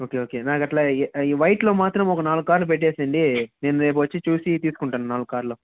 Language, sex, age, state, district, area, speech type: Telugu, male, 45-60, Andhra Pradesh, Chittoor, rural, conversation